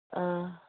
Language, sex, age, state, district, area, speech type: Manipuri, female, 30-45, Manipur, Imphal East, rural, conversation